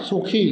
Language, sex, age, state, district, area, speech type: Bengali, male, 30-45, West Bengal, Purba Bardhaman, urban, read